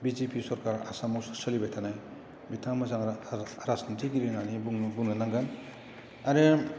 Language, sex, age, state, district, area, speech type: Bodo, male, 60+, Assam, Chirang, urban, spontaneous